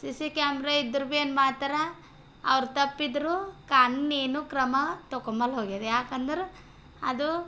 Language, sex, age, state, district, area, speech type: Kannada, female, 18-30, Karnataka, Bidar, urban, spontaneous